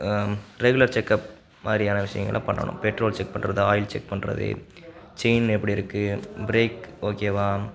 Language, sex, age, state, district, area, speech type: Tamil, male, 18-30, Tamil Nadu, Sivaganga, rural, spontaneous